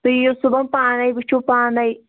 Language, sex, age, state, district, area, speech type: Kashmiri, female, 18-30, Jammu and Kashmir, Anantnag, rural, conversation